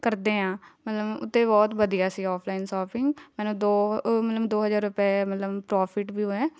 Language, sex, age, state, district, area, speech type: Punjabi, female, 18-30, Punjab, Shaheed Bhagat Singh Nagar, rural, spontaneous